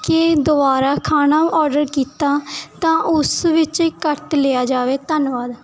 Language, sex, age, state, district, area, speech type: Punjabi, female, 18-30, Punjab, Mansa, rural, spontaneous